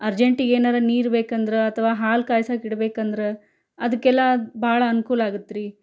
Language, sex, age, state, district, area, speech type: Kannada, female, 30-45, Karnataka, Gadag, rural, spontaneous